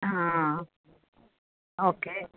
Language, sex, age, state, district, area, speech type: Kannada, female, 45-60, Karnataka, Bangalore Urban, rural, conversation